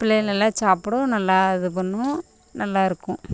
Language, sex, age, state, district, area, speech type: Tamil, female, 30-45, Tamil Nadu, Thoothukudi, rural, spontaneous